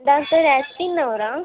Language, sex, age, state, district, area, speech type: Kannada, female, 18-30, Karnataka, Gadag, rural, conversation